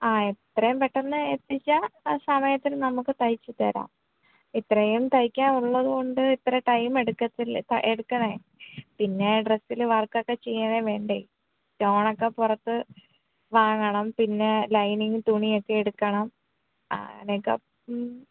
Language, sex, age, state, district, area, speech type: Malayalam, female, 18-30, Kerala, Kollam, rural, conversation